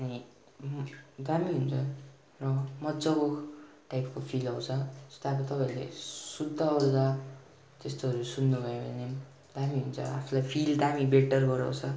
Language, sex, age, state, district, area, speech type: Nepali, male, 18-30, West Bengal, Darjeeling, rural, spontaneous